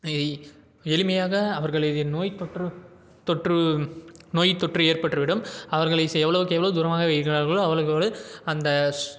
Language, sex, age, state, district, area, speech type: Tamil, male, 18-30, Tamil Nadu, Salem, urban, spontaneous